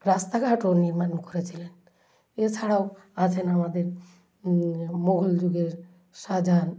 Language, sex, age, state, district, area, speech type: Bengali, female, 60+, West Bengal, South 24 Parganas, rural, spontaneous